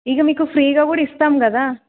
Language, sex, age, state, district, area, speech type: Telugu, female, 18-30, Telangana, Siddipet, urban, conversation